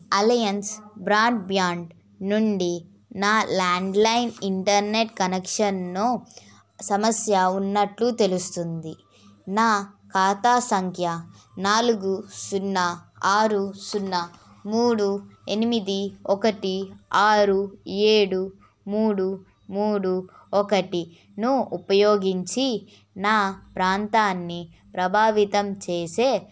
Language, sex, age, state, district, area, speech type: Telugu, female, 18-30, Andhra Pradesh, N T Rama Rao, urban, read